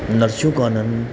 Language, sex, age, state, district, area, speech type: Sindhi, male, 30-45, Madhya Pradesh, Katni, urban, spontaneous